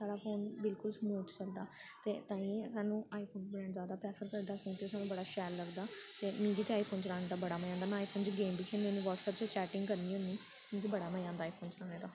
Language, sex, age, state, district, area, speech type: Dogri, female, 18-30, Jammu and Kashmir, Samba, rural, spontaneous